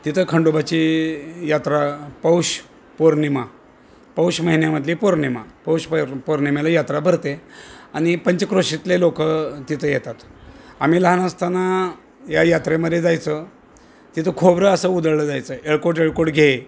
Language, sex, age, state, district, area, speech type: Marathi, male, 60+, Maharashtra, Osmanabad, rural, spontaneous